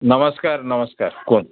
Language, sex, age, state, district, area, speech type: Odia, male, 60+, Odisha, Jharsuguda, rural, conversation